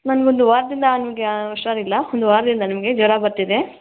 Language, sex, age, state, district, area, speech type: Kannada, female, 18-30, Karnataka, Bangalore Rural, rural, conversation